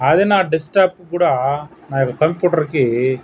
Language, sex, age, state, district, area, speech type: Telugu, male, 30-45, Andhra Pradesh, Chittoor, rural, spontaneous